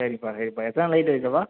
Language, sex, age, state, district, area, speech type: Tamil, male, 18-30, Tamil Nadu, Ariyalur, rural, conversation